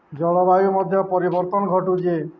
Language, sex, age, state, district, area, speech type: Odia, male, 30-45, Odisha, Balangir, urban, spontaneous